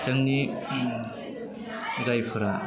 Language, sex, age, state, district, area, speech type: Bodo, male, 30-45, Assam, Udalguri, urban, spontaneous